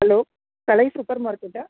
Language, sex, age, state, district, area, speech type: Tamil, female, 30-45, Tamil Nadu, Chennai, urban, conversation